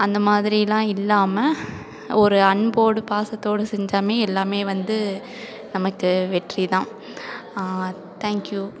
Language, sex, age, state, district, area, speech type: Tamil, female, 18-30, Tamil Nadu, Perambalur, rural, spontaneous